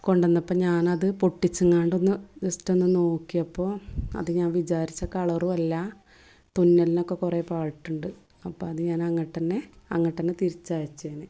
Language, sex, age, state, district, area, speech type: Malayalam, female, 30-45, Kerala, Malappuram, rural, spontaneous